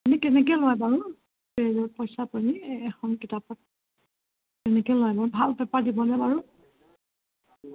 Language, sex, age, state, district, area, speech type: Assamese, female, 60+, Assam, Majuli, urban, conversation